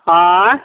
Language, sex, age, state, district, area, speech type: Maithili, male, 60+, Bihar, Begusarai, rural, conversation